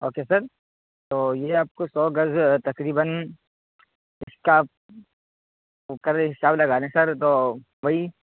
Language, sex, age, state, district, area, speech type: Urdu, male, 18-30, Uttar Pradesh, Saharanpur, urban, conversation